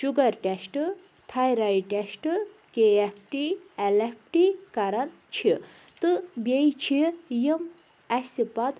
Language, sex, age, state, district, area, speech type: Kashmiri, female, 30-45, Jammu and Kashmir, Anantnag, rural, spontaneous